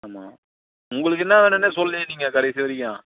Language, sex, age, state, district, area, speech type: Tamil, male, 30-45, Tamil Nadu, Chengalpattu, rural, conversation